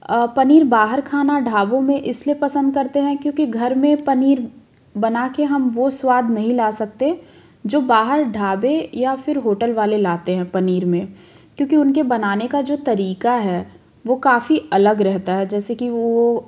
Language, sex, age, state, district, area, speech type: Hindi, female, 30-45, Madhya Pradesh, Jabalpur, urban, spontaneous